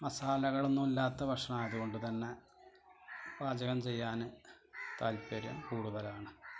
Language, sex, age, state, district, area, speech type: Malayalam, male, 45-60, Kerala, Malappuram, rural, spontaneous